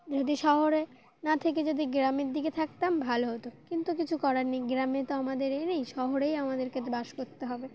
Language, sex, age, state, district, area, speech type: Bengali, female, 18-30, West Bengal, Dakshin Dinajpur, urban, spontaneous